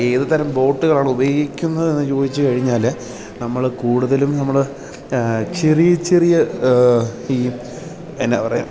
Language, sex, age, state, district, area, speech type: Malayalam, male, 18-30, Kerala, Idukki, rural, spontaneous